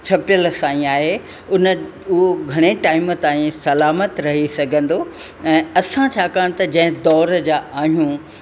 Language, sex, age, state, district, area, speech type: Sindhi, female, 60+, Rajasthan, Ajmer, urban, spontaneous